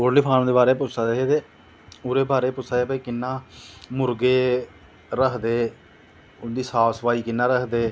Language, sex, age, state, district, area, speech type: Dogri, male, 30-45, Jammu and Kashmir, Jammu, rural, spontaneous